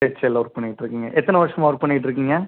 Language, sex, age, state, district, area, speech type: Tamil, male, 18-30, Tamil Nadu, Pudukkottai, rural, conversation